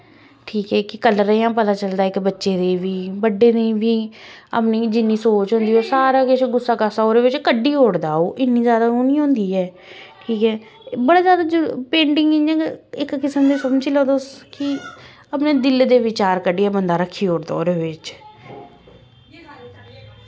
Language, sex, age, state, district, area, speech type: Dogri, female, 30-45, Jammu and Kashmir, Jammu, urban, spontaneous